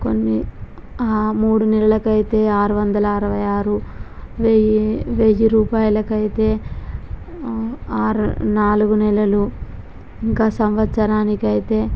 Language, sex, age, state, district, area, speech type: Telugu, female, 18-30, Andhra Pradesh, Visakhapatnam, rural, spontaneous